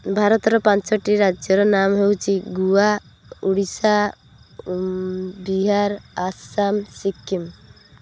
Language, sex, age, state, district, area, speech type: Odia, female, 18-30, Odisha, Balasore, rural, spontaneous